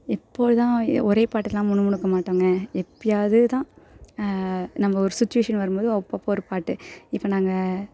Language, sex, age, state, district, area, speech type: Tamil, female, 18-30, Tamil Nadu, Perambalur, rural, spontaneous